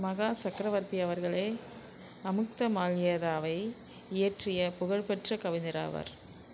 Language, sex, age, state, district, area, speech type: Tamil, female, 60+, Tamil Nadu, Nagapattinam, rural, read